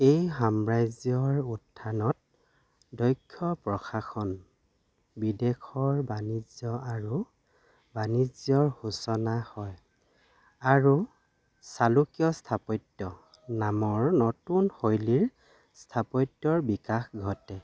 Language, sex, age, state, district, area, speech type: Assamese, male, 45-60, Assam, Dhemaji, rural, read